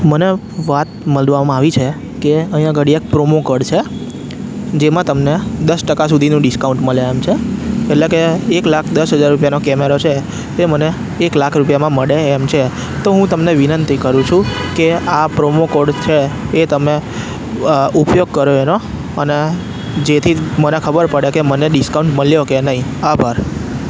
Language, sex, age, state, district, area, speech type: Gujarati, male, 18-30, Gujarat, Anand, rural, spontaneous